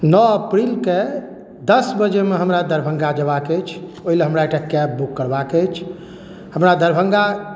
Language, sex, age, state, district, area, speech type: Maithili, male, 45-60, Bihar, Madhubani, urban, spontaneous